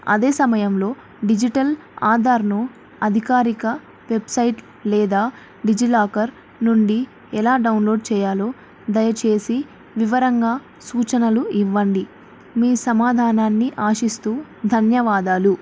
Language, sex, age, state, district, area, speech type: Telugu, female, 18-30, Andhra Pradesh, Nandyal, urban, spontaneous